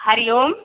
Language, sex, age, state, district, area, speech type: Sanskrit, female, 30-45, Telangana, Mahbubnagar, urban, conversation